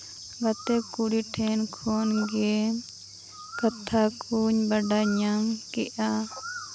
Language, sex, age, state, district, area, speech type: Santali, female, 30-45, Jharkhand, Seraikela Kharsawan, rural, spontaneous